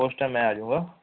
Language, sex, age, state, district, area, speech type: Punjabi, male, 18-30, Punjab, Fazilka, rural, conversation